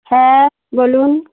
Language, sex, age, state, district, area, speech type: Bengali, female, 30-45, West Bengal, Darjeeling, urban, conversation